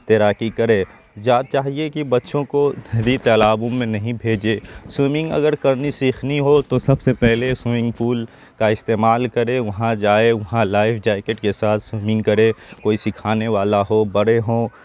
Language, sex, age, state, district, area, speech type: Urdu, male, 18-30, Bihar, Saharsa, urban, spontaneous